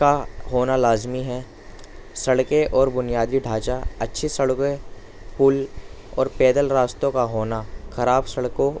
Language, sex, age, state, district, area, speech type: Urdu, male, 18-30, Delhi, East Delhi, rural, spontaneous